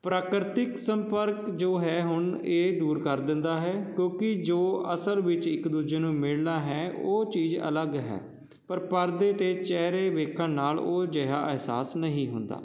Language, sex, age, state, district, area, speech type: Punjabi, male, 30-45, Punjab, Jalandhar, urban, spontaneous